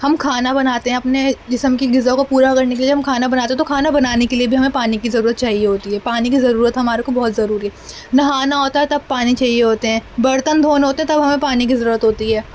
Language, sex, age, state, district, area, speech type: Urdu, female, 18-30, Delhi, North East Delhi, urban, spontaneous